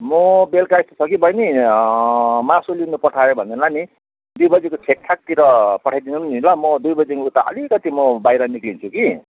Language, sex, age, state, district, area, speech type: Nepali, male, 45-60, West Bengal, Kalimpong, rural, conversation